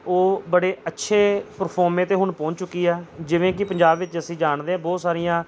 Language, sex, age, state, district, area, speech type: Punjabi, male, 30-45, Punjab, Gurdaspur, urban, spontaneous